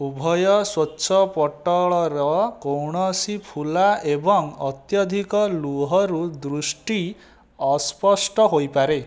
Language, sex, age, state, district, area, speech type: Odia, male, 18-30, Odisha, Jajpur, rural, read